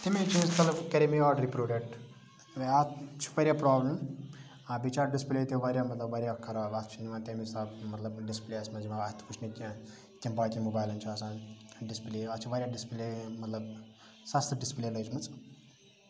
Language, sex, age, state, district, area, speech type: Kashmiri, male, 30-45, Jammu and Kashmir, Budgam, rural, spontaneous